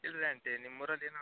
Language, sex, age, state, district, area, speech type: Kannada, male, 18-30, Karnataka, Koppal, urban, conversation